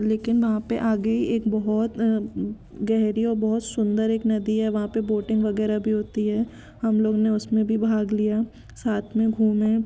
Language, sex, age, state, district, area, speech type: Hindi, female, 18-30, Madhya Pradesh, Jabalpur, urban, spontaneous